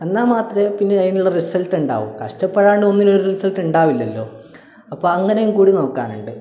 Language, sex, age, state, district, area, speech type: Malayalam, male, 18-30, Kerala, Kasaragod, urban, spontaneous